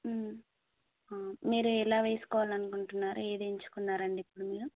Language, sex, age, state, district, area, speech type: Telugu, female, 18-30, Telangana, Nalgonda, urban, conversation